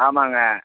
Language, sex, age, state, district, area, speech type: Tamil, male, 60+, Tamil Nadu, Perambalur, rural, conversation